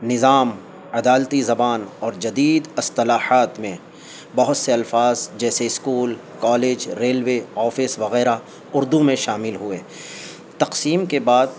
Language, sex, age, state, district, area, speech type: Urdu, male, 45-60, Delhi, North East Delhi, urban, spontaneous